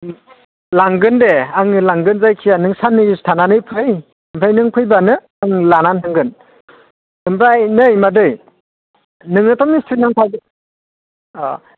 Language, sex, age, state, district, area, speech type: Bodo, male, 30-45, Assam, Baksa, urban, conversation